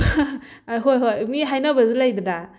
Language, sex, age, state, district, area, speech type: Manipuri, female, 18-30, Manipur, Thoubal, rural, spontaneous